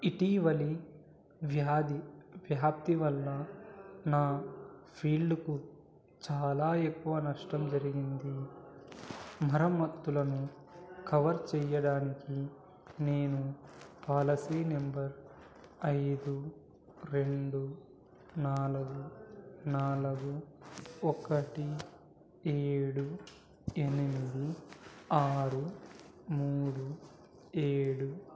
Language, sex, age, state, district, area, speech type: Telugu, male, 18-30, Andhra Pradesh, Nellore, urban, read